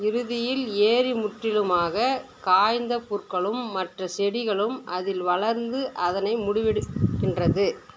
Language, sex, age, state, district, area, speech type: Tamil, female, 30-45, Tamil Nadu, Tirupattur, rural, read